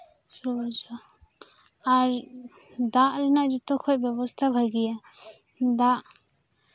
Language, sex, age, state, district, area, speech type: Santali, female, 18-30, West Bengal, Purba Bardhaman, rural, spontaneous